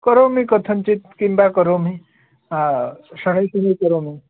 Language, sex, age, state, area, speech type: Sanskrit, male, 18-30, Assam, rural, conversation